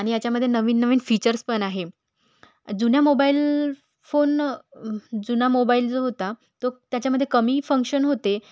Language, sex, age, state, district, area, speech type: Marathi, female, 18-30, Maharashtra, Wardha, urban, spontaneous